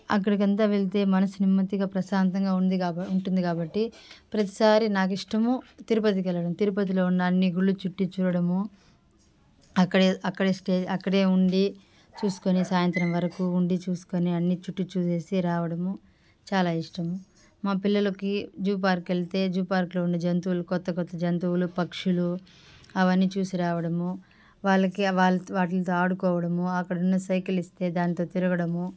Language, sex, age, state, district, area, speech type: Telugu, female, 30-45, Andhra Pradesh, Sri Balaji, rural, spontaneous